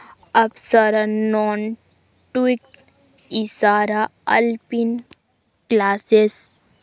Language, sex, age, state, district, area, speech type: Santali, female, 18-30, Jharkhand, Seraikela Kharsawan, rural, read